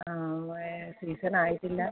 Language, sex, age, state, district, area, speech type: Malayalam, female, 45-60, Kerala, Thiruvananthapuram, rural, conversation